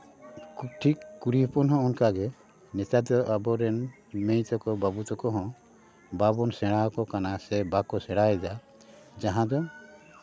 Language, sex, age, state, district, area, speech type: Santali, male, 60+, West Bengal, Paschim Bardhaman, urban, spontaneous